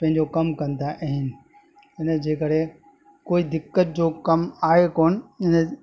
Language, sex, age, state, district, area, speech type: Sindhi, male, 45-60, Gujarat, Kutch, rural, spontaneous